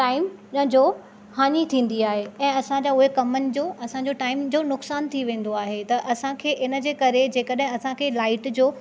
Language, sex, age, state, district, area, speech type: Sindhi, female, 30-45, Maharashtra, Thane, urban, spontaneous